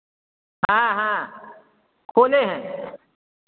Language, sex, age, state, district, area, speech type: Hindi, female, 60+, Uttar Pradesh, Varanasi, rural, conversation